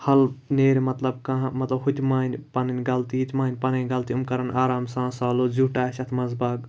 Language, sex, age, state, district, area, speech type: Kashmiri, male, 18-30, Jammu and Kashmir, Ganderbal, rural, spontaneous